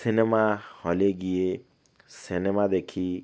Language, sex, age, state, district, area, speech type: Bengali, male, 30-45, West Bengal, Alipurduar, rural, spontaneous